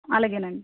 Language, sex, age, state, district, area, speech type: Telugu, female, 45-60, Andhra Pradesh, East Godavari, rural, conversation